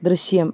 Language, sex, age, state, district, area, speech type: Malayalam, female, 30-45, Kerala, Alappuzha, rural, read